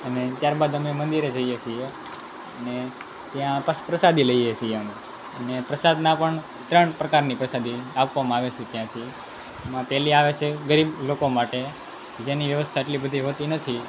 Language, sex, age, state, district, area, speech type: Gujarati, male, 18-30, Gujarat, Anand, rural, spontaneous